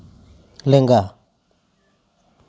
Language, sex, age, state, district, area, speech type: Santali, male, 30-45, West Bengal, Jhargram, rural, read